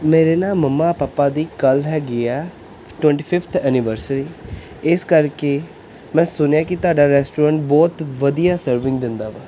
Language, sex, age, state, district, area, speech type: Punjabi, male, 18-30, Punjab, Pathankot, urban, spontaneous